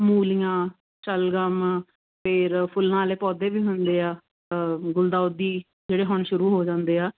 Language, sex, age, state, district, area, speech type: Punjabi, female, 18-30, Punjab, Muktsar, urban, conversation